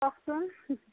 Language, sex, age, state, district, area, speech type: Assamese, female, 45-60, Assam, Nalbari, rural, conversation